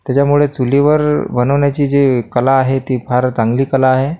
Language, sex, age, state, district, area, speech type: Marathi, male, 45-60, Maharashtra, Akola, urban, spontaneous